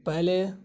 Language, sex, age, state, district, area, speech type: Urdu, male, 18-30, Bihar, Saharsa, rural, spontaneous